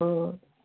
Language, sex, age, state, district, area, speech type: Odia, female, 60+, Odisha, Gajapati, rural, conversation